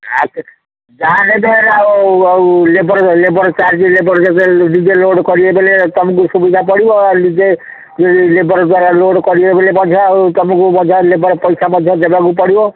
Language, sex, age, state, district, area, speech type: Odia, male, 60+, Odisha, Gajapati, rural, conversation